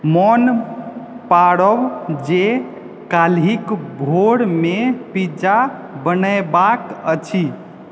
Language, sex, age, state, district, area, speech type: Maithili, male, 18-30, Bihar, Purnia, urban, read